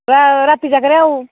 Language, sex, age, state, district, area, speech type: Odia, female, 45-60, Odisha, Angul, rural, conversation